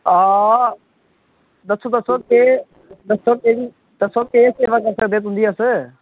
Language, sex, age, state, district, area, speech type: Dogri, male, 18-30, Jammu and Kashmir, Kathua, rural, conversation